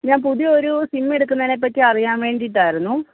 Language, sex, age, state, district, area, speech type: Malayalam, female, 30-45, Kerala, Malappuram, rural, conversation